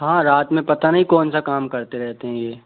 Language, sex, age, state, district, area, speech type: Hindi, male, 18-30, Madhya Pradesh, Bhopal, urban, conversation